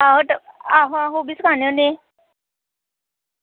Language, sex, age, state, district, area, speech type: Dogri, female, 18-30, Jammu and Kashmir, Samba, rural, conversation